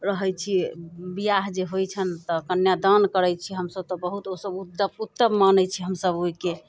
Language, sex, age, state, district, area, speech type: Maithili, female, 45-60, Bihar, Muzaffarpur, urban, spontaneous